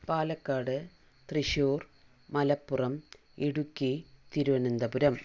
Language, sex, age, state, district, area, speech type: Malayalam, female, 45-60, Kerala, Palakkad, rural, spontaneous